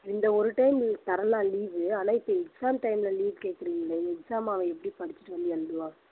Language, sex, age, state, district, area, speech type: Tamil, female, 30-45, Tamil Nadu, Tiruvannamalai, rural, conversation